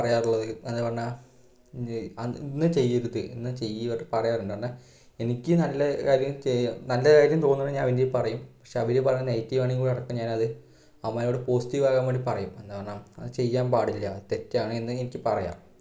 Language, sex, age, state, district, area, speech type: Malayalam, male, 18-30, Kerala, Palakkad, rural, spontaneous